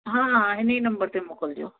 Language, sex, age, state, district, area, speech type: Sindhi, female, 45-60, Delhi, South Delhi, rural, conversation